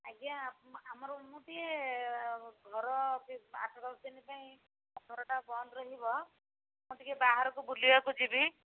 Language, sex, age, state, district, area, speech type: Odia, female, 60+, Odisha, Jajpur, rural, conversation